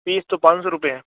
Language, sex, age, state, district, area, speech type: Hindi, male, 18-30, Rajasthan, Nagaur, urban, conversation